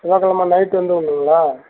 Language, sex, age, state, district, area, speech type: Tamil, male, 60+, Tamil Nadu, Dharmapuri, rural, conversation